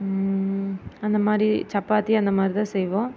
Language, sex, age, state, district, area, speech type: Tamil, female, 30-45, Tamil Nadu, Erode, rural, spontaneous